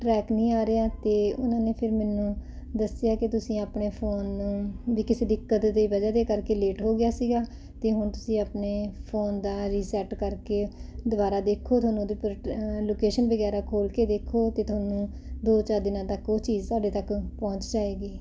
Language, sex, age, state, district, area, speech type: Punjabi, female, 45-60, Punjab, Ludhiana, urban, spontaneous